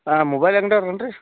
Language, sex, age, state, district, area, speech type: Kannada, male, 30-45, Karnataka, Vijayapura, urban, conversation